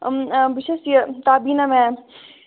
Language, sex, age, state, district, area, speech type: Kashmiri, female, 18-30, Jammu and Kashmir, Shopian, urban, conversation